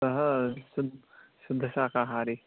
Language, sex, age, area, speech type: Sanskrit, male, 18-30, rural, conversation